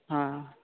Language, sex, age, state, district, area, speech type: Odia, male, 18-30, Odisha, Mayurbhanj, rural, conversation